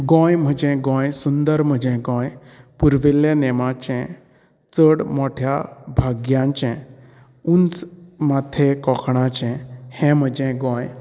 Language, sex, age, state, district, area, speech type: Goan Konkani, male, 30-45, Goa, Canacona, rural, spontaneous